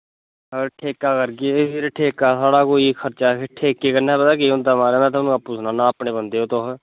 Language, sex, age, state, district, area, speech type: Dogri, male, 18-30, Jammu and Kashmir, Kathua, rural, conversation